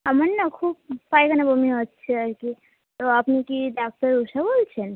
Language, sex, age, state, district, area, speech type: Bengali, female, 18-30, West Bengal, Hooghly, urban, conversation